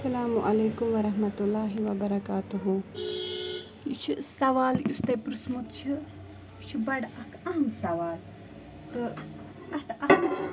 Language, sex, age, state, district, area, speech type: Kashmiri, female, 18-30, Jammu and Kashmir, Bandipora, rural, spontaneous